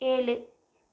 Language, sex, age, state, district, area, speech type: Tamil, female, 18-30, Tamil Nadu, Krishnagiri, rural, read